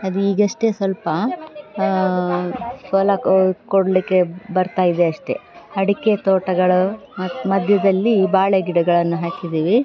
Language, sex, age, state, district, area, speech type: Kannada, female, 45-60, Karnataka, Dakshina Kannada, urban, spontaneous